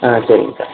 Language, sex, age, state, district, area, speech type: Tamil, male, 18-30, Tamil Nadu, Erode, rural, conversation